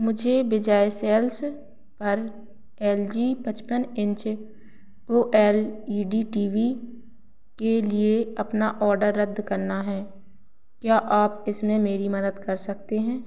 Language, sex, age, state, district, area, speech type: Hindi, female, 18-30, Madhya Pradesh, Narsinghpur, rural, read